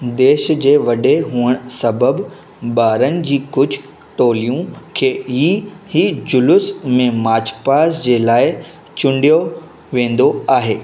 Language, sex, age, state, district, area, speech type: Sindhi, male, 18-30, Maharashtra, Mumbai Suburban, urban, read